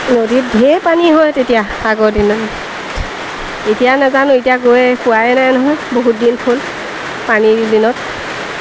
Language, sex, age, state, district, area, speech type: Assamese, female, 30-45, Assam, Lakhimpur, rural, spontaneous